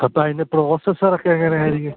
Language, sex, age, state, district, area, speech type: Malayalam, male, 18-30, Kerala, Alappuzha, rural, conversation